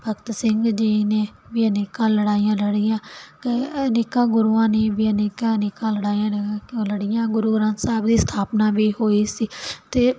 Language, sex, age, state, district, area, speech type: Punjabi, female, 18-30, Punjab, Barnala, rural, spontaneous